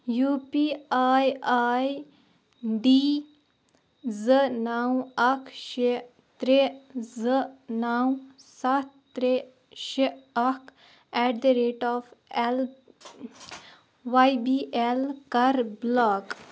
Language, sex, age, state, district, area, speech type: Kashmiri, female, 18-30, Jammu and Kashmir, Baramulla, rural, read